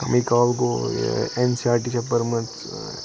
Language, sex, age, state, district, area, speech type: Kashmiri, male, 18-30, Jammu and Kashmir, Budgam, rural, spontaneous